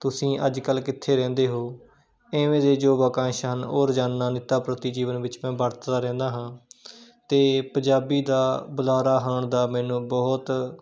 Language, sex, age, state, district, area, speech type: Punjabi, male, 18-30, Punjab, Shaheed Bhagat Singh Nagar, urban, spontaneous